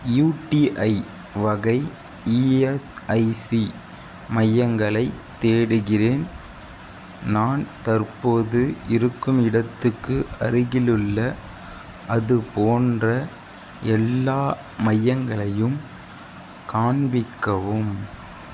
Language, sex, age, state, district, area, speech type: Tamil, male, 18-30, Tamil Nadu, Mayiladuthurai, urban, read